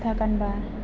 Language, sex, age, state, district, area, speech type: Bodo, female, 18-30, Assam, Chirang, urban, spontaneous